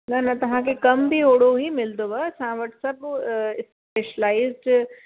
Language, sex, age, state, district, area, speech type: Sindhi, female, 30-45, Uttar Pradesh, Lucknow, urban, conversation